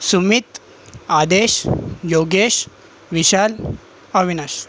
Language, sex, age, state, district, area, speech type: Marathi, male, 18-30, Maharashtra, Thane, urban, spontaneous